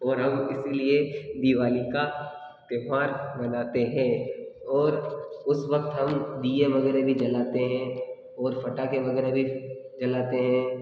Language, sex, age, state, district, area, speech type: Hindi, male, 60+, Rajasthan, Jodhpur, urban, spontaneous